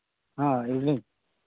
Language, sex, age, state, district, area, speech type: Manipuri, male, 45-60, Manipur, Imphal East, rural, conversation